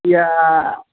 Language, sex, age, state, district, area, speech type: Telugu, male, 45-60, Telangana, Mancherial, rural, conversation